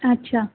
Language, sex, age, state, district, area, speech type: Marathi, female, 30-45, Maharashtra, Nagpur, urban, conversation